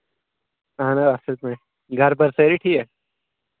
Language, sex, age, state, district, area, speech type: Kashmiri, male, 18-30, Jammu and Kashmir, Shopian, rural, conversation